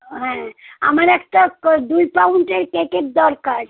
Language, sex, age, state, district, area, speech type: Bengali, female, 60+, West Bengal, Kolkata, urban, conversation